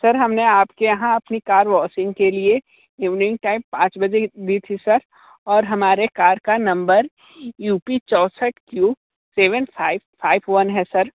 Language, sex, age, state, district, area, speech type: Hindi, male, 30-45, Uttar Pradesh, Sonbhadra, rural, conversation